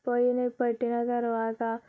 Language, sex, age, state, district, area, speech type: Telugu, female, 18-30, Telangana, Vikarabad, urban, spontaneous